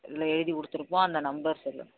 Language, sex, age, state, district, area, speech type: Tamil, female, 18-30, Tamil Nadu, Namakkal, urban, conversation